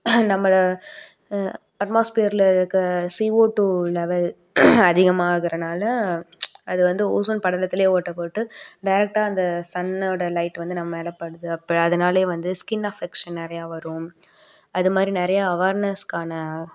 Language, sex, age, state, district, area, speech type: Tamil, female, 18-30, Tamil Nadu, Perambalur, urban, spontaneous